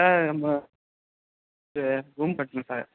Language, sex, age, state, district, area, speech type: Tamil, male, 18-30, Tamil Nadu, Mayiladuthurai, urban, conversation